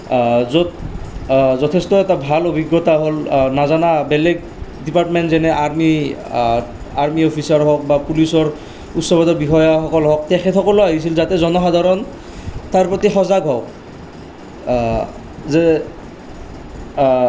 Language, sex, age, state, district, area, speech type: Assamese, male, 18-30, Assam, Nalbari, rural, spontaneous